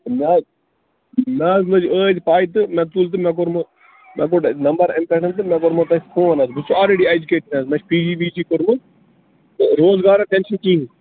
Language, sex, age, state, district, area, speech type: Kashmiri, male, 30-45, Jammu and Kashmir, Bandipora, rural, conversation